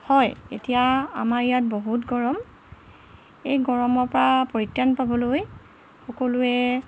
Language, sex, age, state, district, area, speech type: Assamese, female, 45-60, Assam, Jorhat, urban, spontaneous